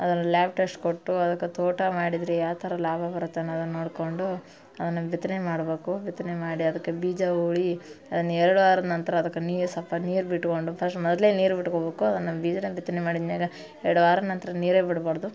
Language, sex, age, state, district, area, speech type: Kannada, female, 30-45, Karnataka, Dharwad, urban, spontaneous